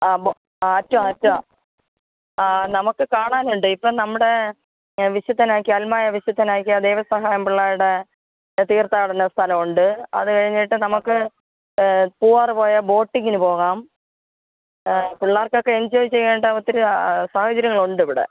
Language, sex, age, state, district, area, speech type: Malayalam, female, 45-60, Kerala, Thiruvananthapuram, urban, conversation